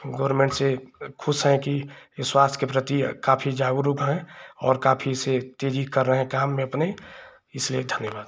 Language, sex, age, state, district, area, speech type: Hindi, male, 30-45, Uttar Pradesh, Chandauli, urban, spontaneous